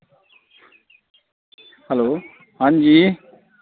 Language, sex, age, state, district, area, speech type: Dogri, male, 45-60, Jammu and Kashmir, Reasi, rural, conversation